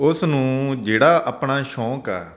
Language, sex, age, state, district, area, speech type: Punjabi, male, 30-45, Punjab, Faridkot, urban, spontaneous